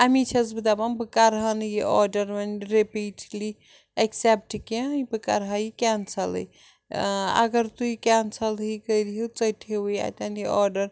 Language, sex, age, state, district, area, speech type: Kashmiri, female, 45-60, Jammu and Kashmir, Srinagar, urban, spontaneous